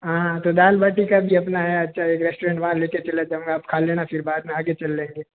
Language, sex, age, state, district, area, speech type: Hindi, male, 30-45, Rajasthan, Jodhpur, urban, conversation